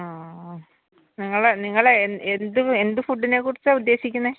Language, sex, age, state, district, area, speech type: Malayalam, female, 45-60, Kerala, Idukki, rural, conversation